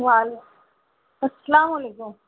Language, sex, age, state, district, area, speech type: Urdu, female, 30-45, Uttar Pradesh, Balrampur, rural, conversation